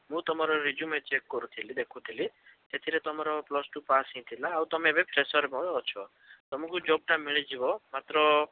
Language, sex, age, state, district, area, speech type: Odia, male, 18-30, Odisha, Bhadrak, rural, conversation